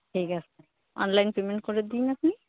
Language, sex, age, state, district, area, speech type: Bengali, female, 45-60, West Bengal, Purba Bardhaman, rural, conversation